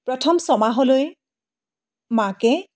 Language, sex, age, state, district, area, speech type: Assamese, female, 45-60, Assam, Dibrugarh, rural, spontaneous